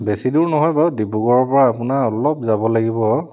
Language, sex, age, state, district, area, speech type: Assamese, male, 45-60, Assam, Charaideo, urban, spontaneous